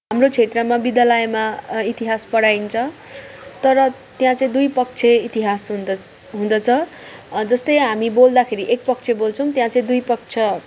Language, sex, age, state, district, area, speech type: Nepali, female, 45-60, West Bengal, Darjeeling, rural, spontaneous